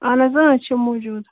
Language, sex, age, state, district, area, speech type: Kashmiri, female, 30-45, Jammu and Kashmir, Baramulla, rural, conversation